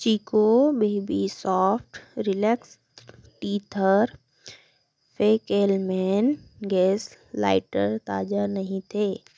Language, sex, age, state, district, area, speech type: Hindi, female, 18-30, Madhya Pradesh, Betul, urban, read